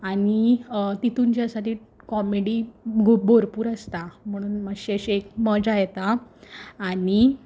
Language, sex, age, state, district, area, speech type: Goan Konkani, female, 18-30, Goa, Quepem, rural, spontaneous